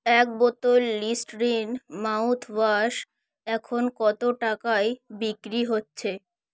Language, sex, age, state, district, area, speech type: Bengali, female, 18-30, West Bengal, Dakshin Dinajpur, urban, read